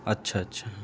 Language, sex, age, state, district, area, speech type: Urdu, male, 30-45, Bihar, Gaya, urban, spontaneous